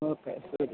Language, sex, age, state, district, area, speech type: Malayalam, female, 60+, Kerala, Kottayam, urban, conversation